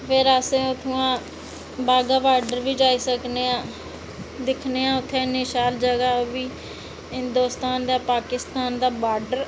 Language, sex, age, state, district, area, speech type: Dogri, female, 30-45, Jammu and Kashmir, Reasi, rural, spontaneous